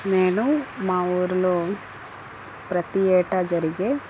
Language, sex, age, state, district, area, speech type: Telugu, female, 30-45, Andhra Pradesh, Chittoor, urban, spontaneous